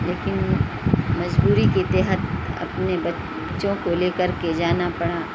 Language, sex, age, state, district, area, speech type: Urdu, female, 60+, Bihar, Supaul, rural, spontaneous